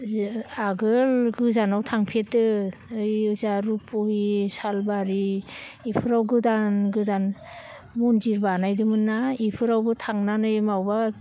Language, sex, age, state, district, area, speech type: Bodo, female, 60+, Assam, Baksa, urban, spontaneous